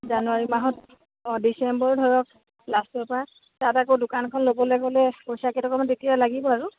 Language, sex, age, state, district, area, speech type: Assamese, female, 30-45, Assam, Charaideo, rural, conversation